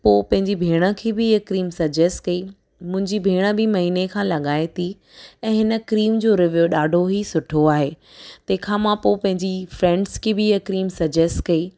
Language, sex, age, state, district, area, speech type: Sindhi, female, 18-30, Gujarat, Surat, urban, spontaneous